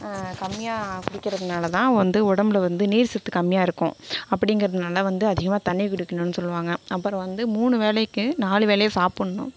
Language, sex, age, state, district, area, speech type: Tamil, female, 60+, Tamil Nadu, Sivaganga, rural, spontaneous